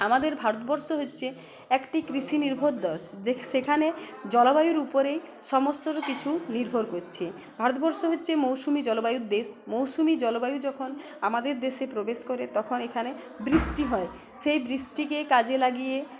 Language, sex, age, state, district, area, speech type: Bengali, female, 30-45, West Bengal, Uttar Dinajpur, rural, spontaneous